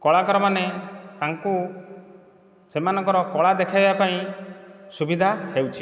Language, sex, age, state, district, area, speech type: Odia, male, 30-45, Odisha, Dhenkanal, rural, spontaneous